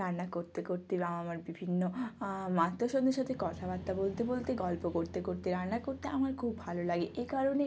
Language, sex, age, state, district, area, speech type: Bengali, female, 18-30, West Bengal, Jalpaiguri, rural, spontaneous